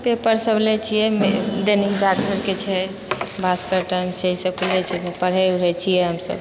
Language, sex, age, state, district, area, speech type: Maithili, female, 60+, Bihar, Purnia, rural, spontaneous